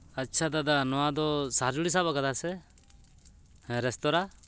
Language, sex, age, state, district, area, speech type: Santali, male, 30-45, West Bengal, Purulia, rural, spontaneous